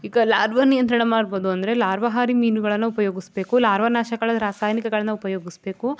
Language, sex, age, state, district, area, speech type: Kannada, female, 18-30, Karnataka, Mandya, rural, spontaneous